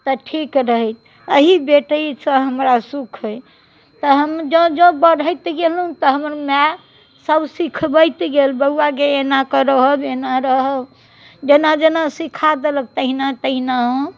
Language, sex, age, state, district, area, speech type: Maithili, female, 60+, Bihar, Muzaffarpur, rural, spontaneous